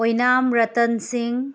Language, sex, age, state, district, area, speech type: Manipuri, female, 30-45, Manipur, Imphal West, urban, spontaneous